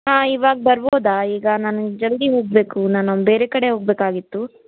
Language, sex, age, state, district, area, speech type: Kannada, female, 18-30, Karnataka, Davanagere, rural, conversation